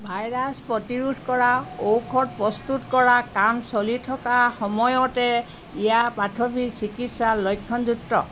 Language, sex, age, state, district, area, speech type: Assamese, female, 45-60, Assam, Sivasagar, rural, read